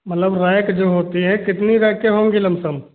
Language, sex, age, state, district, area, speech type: Hindi, male, 45-60, Uttar Pradesh, Hardoi, rural, conversation